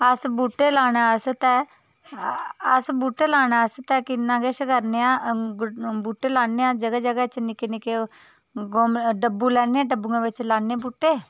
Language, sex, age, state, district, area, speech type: Dogri, female, 30-45, Jammu and Kashmir, Udhampur, rural, spontaneous